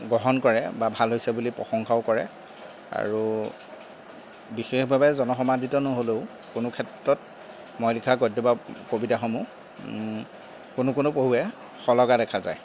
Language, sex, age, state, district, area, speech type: Assamese, male, 30-45, Assam, Jorhat, rural, spontaneous